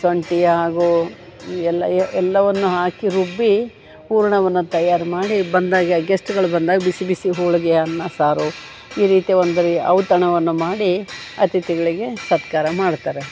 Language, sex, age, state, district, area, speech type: Kannada, female, 60+, Karnataka, Gadag, rural, spontaneous